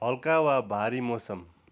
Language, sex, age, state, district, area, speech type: Nepali, male, 30-45, West Bengal, Darjeeling, rural, read